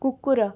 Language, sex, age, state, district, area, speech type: Odia, female, 18-30, Odisha, Cuttack, urban, read